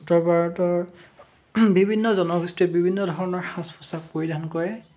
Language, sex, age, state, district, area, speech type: Assamese, male, 30-45, Assam, Dibrugarh, rural, spontaneous